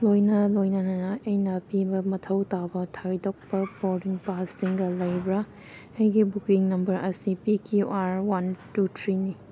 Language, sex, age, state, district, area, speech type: Manipuri, female, 18-30, Manipur, Kangpokpi, urban, read